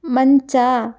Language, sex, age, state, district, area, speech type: Kannada, female, 18-30, Karnataka, Chitradurga, rural, read